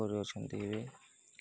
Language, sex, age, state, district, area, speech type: Odia, male, 30-45, Odisha, Nuapada, urban, spontaneous